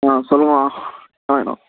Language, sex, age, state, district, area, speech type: Tamil, male, 18-30, Tamil Nadu, Nagapattinam, rural, conversation